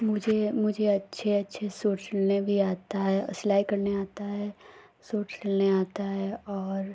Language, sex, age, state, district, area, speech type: Hindi, female, 18-30, Uttar Pradesh, Ghazipur, urban, spontaneous